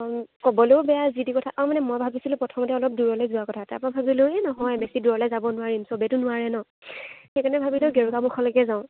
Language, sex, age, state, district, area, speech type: Assamese, female, 18-30, Assam, Lakhimpur, rural, conversation